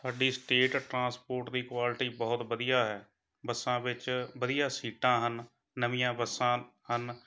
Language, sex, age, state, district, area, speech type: Punjabi, male, 30-45, Punjab, Shaheed Bhagat Singh Nagar, rural, spontaneous